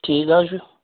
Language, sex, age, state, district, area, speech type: Kashmiri, male, 30-45, Jammu and Kashmir, Pulwama, rural, conversation